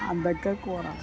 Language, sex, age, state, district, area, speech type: Telugu, male, 18-30, Telangana, Ranga Reddy, rural, spontaneous